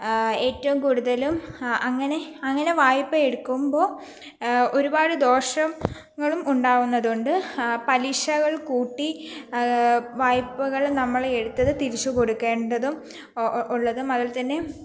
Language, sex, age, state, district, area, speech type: Malayalam, female, 18-30, Kerala, Pathanamthitta, rural, spontaneous